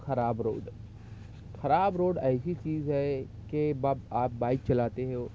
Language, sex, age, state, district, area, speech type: Urdu, male, 18-30, Maharashtra, Nashik, rural, spontaneous